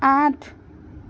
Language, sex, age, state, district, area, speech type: Assamese, female, 18-30, Assam, Jorhat, urban, read